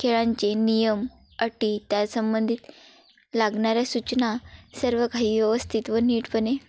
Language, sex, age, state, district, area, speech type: Marathi, female, 18-30, Maharashtra, Kolhapur, rural, spontaneous